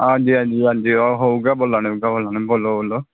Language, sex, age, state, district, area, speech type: Dogri, male, 18-30, Jammu and Kashmir, Kathua, rural, conversation